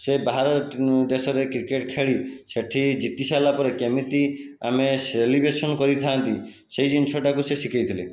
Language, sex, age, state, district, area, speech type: Odia, male, 45-60, Odisha, Jajpur, rural, spontaneous